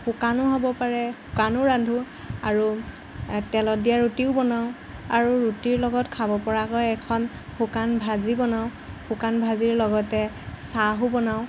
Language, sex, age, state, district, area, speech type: Assamese, female, 18-30, Assam, Lakhimpur, rural, spontaneous